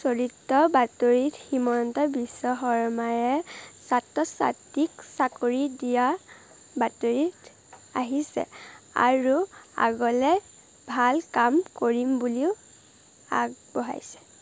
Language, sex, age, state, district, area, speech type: Assamese, female, 18-30, Assam, Majuli, urban, spontaneous